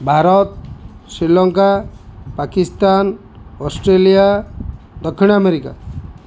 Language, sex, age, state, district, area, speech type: Odia, male, 45-60, Odisha, Kendujhar, urban, spontaneous